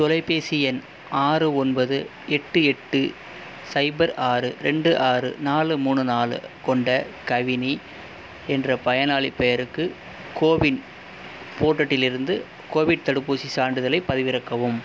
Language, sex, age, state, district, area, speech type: Tamil, male, 18-30, Tamil Nadu, Pudukkottai, rural, read